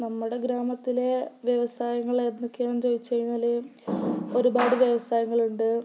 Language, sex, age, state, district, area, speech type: Malayalam, female, 18-30, Kerala, Wayanad, rural, spontaneous